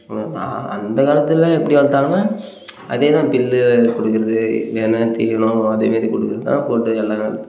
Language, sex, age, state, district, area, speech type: Tamil, male, 18-30, Tamil Nadu, Perambalur, rural, spontaneous